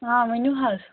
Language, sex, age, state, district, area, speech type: Kashmiri, female, 18-30, Jammu and Kashmir, Anantnag, rural, conversation